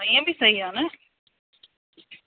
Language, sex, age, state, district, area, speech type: Sindhi, female, 45-60, Maharashtra, Thane, urban, conversation